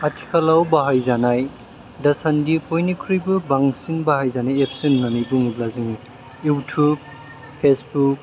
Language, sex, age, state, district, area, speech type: Bodo, male, 18-30, Assam, Chirang, urban, spontaneous